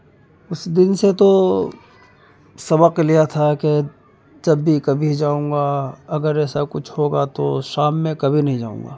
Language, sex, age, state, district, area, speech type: Urdu, male, 30-45, Uttar Pradesh, Muzaffarnagar, urban, spontaneous